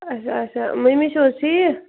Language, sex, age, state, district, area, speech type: Kashmiri, female, 18-30, Jammu and Kashmir, Bandipora, rural, conversation